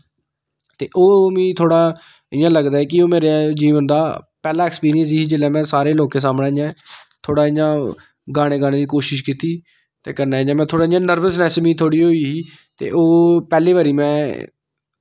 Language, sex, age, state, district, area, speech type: Dogri, male, 30-45, Jammu and Kashmir, Samba, rural, spontaneous